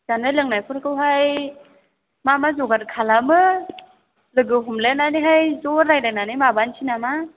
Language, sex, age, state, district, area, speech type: Bodo, female, 18-30, Assam, Chirang, rural, conversation